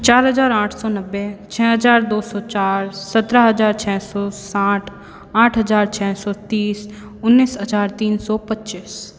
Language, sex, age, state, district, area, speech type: Hindi, female, 18-30, Rajasthan, Jodhpur, urban, spontaneous